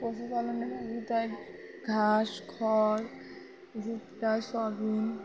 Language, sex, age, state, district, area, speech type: Bengali, female, 18-30, West Bengal, Birbhum, urban, spontaneous